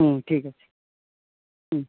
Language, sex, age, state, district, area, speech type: Bengali, male, 18-30, West Bengal, Jhargram, rural, conversation